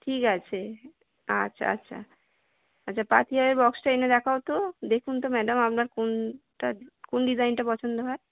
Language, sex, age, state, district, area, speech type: Bengali, female, 18-30, West Bengal, Howrah, urban, conversation